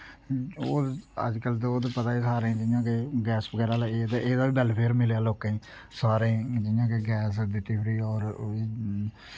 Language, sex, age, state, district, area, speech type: Dogri, male, 30-45, Jammu and Kashmir, Udhampur, rural, spontaneous